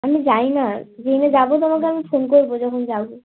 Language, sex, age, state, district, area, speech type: Bengali, female, 18-30, West Bengal, Bankura, urban, conversation